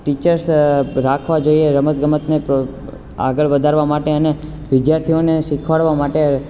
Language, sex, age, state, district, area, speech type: Gujarati, male, 18-30, Gujarat, Ahmedabad, urban, spontaneous